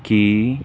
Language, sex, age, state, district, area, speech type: Punjabi, male, 18-30, Punjab, Fazilka, urban, spontaneous